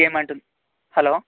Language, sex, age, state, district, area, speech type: Telugu, male, 18-30, Telangana, Vikarabad, urban, conversation